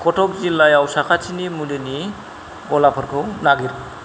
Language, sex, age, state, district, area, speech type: Bodo, male, 45-60, Assam, Kokrajhar, rural, read